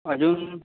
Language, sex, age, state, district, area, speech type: Marathi, male, 18-30, Maharashtra, Nagpur, urban, conversation